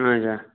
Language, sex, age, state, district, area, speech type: Kashmiri, male, 30-45, Jammu and Kashmir, Pulwama, rural, conversation